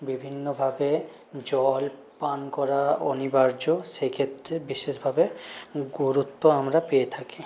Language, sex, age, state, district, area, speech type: Bengali, male, 30-45, West Bengal, Purulia, urban, spontaneous